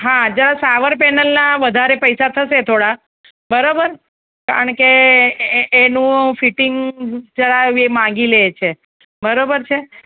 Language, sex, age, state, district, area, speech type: Gujarati, female, 45-60, Gujarat, Ahmedabad, urban, conversation